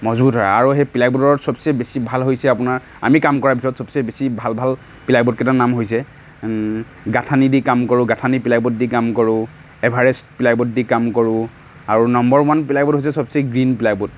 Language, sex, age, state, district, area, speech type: Assamese, male, 30-45, Assam, Nagaon, rural, spontaneous